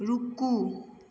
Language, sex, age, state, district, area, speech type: Maithili, female, 18-30, Bihar, Begusarai, urban, read